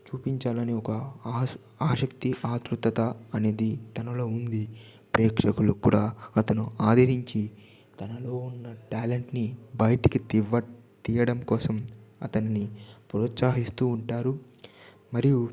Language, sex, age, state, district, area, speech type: Telugu, male, 18-30, Andhra Pradesh, Chittoor, urban, spontaneous